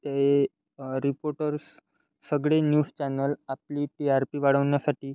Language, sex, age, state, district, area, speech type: Marathi, male, 18-30, Maharashtra, Yavatmal, rural, spontaneous